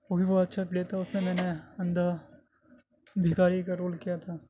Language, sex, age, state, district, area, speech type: Urdu, male, 30-45, Delhi, South Delhi, urban, spontaneous